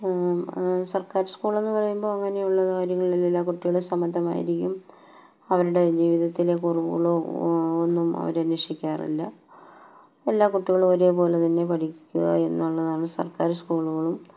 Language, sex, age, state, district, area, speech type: Malayalam, female, 45-60, Kerala, Palakkad, rural, spontaneous